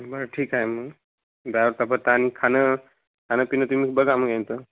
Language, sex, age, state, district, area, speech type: Marathi, male, 18-30, Maharashtra, Hingoli, urban, conversation